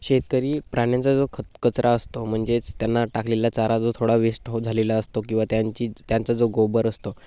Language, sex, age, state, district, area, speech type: Marathi, male, 18-30, Maharashtra, Gadchiroli, rural, spontaneous